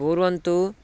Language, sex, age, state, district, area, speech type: Sanskrit, male, 18-30, Karnataka, Bidar, rural, spontaneous